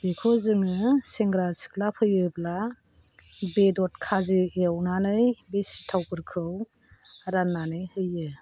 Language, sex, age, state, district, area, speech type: Bodo, female, 45-60, Assam, Chirang, rural, spontaneous